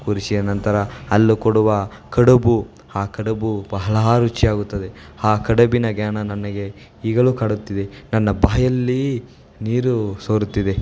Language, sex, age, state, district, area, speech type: Kannada, male, 18-30, Karnataka, Chamarajanagar, rural, spontaneous